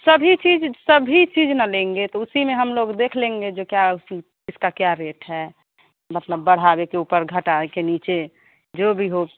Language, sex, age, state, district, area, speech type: Hindi, female, 30-45, Bihar, Samastipur, rural, conversation